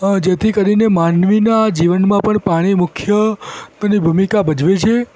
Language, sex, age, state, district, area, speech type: Gujarati, female, 18-30, Gujarat, Ahmedabad, urban, spontaneous